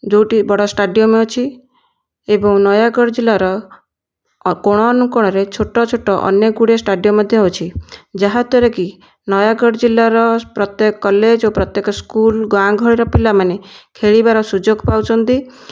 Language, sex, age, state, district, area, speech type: Odia, female, 60+, Odisha, Nayagarh, rural, spontaneous